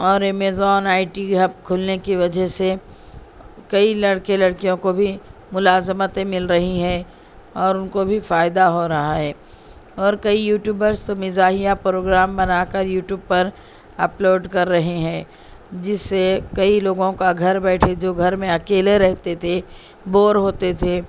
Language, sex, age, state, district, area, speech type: Urdu, female, 30-45, Telangana, Hyderabad, urban, spontaneous